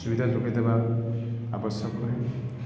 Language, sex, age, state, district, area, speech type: Odia, male, 30-45, Odisha, Balangir, urban, spontaneous